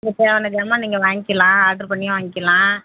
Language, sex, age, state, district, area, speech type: Tamil, female, 45-60, Tamil Nadu, Virudhunagar, rural, conversation